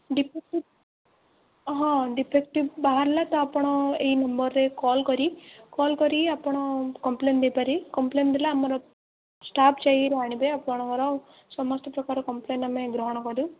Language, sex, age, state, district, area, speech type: Odia, female, 18-30, Odisha, Ganjam, urban, conversation